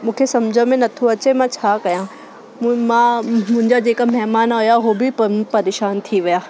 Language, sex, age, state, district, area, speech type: Sindhi, female, 30-45, Delhi, South Delhi, urban, spontaneous